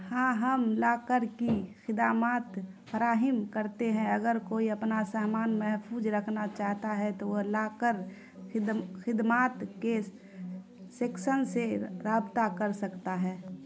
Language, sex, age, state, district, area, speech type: Urdu, female, 30-45, Bihar, Khagaria, rural, read